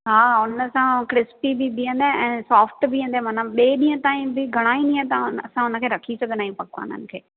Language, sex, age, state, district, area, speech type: Sindhi, female, 30-45, Maharashtra, Thane, urban, conversation